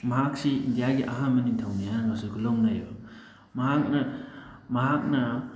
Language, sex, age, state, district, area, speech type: Manipuri, male, 30-45, Manipur, Thoubal, rural, spontaneous